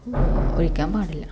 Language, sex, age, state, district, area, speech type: Malayalam, female, 30-45, Kerala, Kasaragod, rural, spontaneous